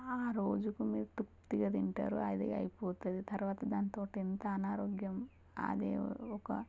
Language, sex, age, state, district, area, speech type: Telugu, female, 30-45, Telangana, Warangal, rural, spontaneous